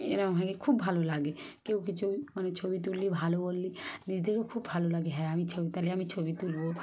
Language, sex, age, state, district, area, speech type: Bengali, female, 30-45, West Bengal, Dakshin Dinajpur, urban, spontaneous